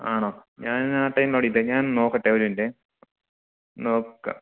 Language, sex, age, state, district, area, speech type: Malayalam, male, 30-45, Kerala, Idukki, rural, conversation